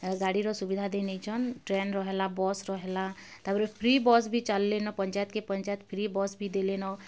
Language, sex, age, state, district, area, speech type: Odia, female, 30-45, Odisha, Bargarh, urban, spontaneous